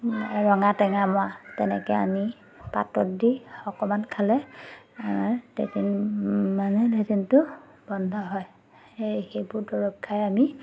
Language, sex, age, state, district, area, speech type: Assamese, female, 30-45, Assam, Majuli, urban, spontaneous